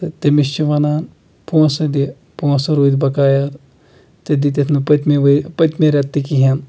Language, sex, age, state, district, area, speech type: Kashmiri, male, 60+, Jammu and Kashmir, Kulgam, rural, spontaneous